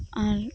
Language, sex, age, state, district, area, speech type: Santali, female, 18-30, West Bengal, Birbhum, rural, spontaneous